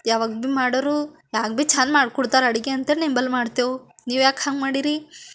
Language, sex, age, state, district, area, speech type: Kannada, female, 18-30, Karnataka, Bidar, urban, spontaneous